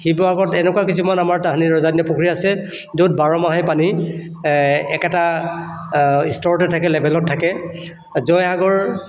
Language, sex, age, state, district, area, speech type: Assamese, male, 60+, Assam, Charaideo, urban, spontaneous